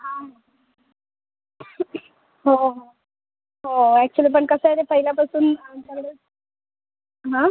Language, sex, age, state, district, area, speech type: Marathi, female, 18-30, Maharashtra, Solapur, urban, conversation